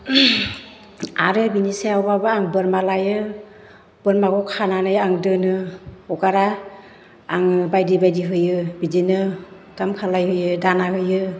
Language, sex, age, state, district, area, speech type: Bodo, female, 30-45, Assam, Chirang, urban, spontaneous